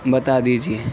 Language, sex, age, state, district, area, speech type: Urdu, male, 18-30, Uttar Pradesh, Gautam Buddha Nagar, rural, spontaneous